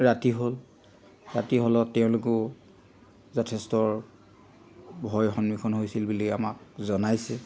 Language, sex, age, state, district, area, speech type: Assamese, male, 45-60, Assam, Sivasagar, rural, spontaneous